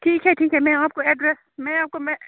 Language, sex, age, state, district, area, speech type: Urdu, female, 30-45, Jammu and Kashmir, Srinagar, urban, conversation